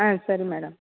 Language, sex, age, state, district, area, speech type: Tamil, female, 45-60, Tamil Nadu, Thanjavur, rural, conversation